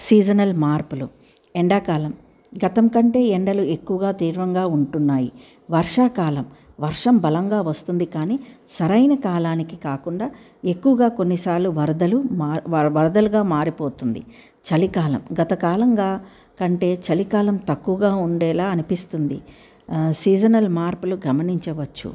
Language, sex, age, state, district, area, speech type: Telugu, female, 60+, Telangana, Medchal, urban, spontaneous